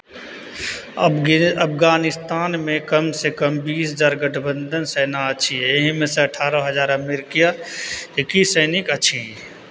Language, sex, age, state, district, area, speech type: Maithili, male, 30-45, Bihar, Purnia, rural, read